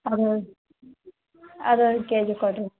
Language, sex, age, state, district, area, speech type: Kannada, female, 18-30, Karnataka, Vijayanagara, rural, conversation